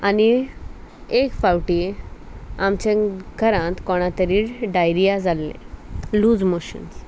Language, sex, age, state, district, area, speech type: Goan Konkani, female, 18-30, Goa, Salcete, rural, spontaneous